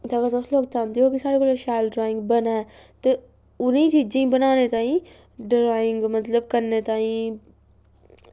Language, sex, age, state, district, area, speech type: Dogri, female, 18-30, Jammu and Kashmir, Samba, rural, spontaneous